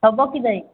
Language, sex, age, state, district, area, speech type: Odia, female, 18-30, Odisha, Balangir, urban, conversation